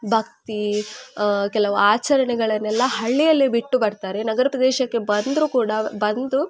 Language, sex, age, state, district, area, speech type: Kannada, female, 18-30, Karnataka, Udupi, rural, spontaneous